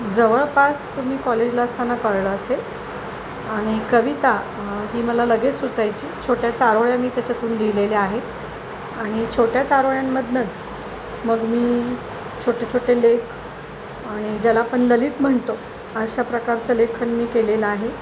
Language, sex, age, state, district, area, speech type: Marathi, female, 45-60, Maharashtra, Osmanabad, rural, spontaneous